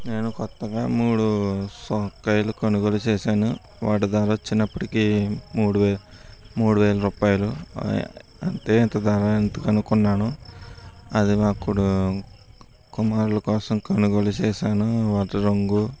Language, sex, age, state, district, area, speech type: Telugu, male, 60+, Andhra Pradesh, East Godavari, rural, spontaneous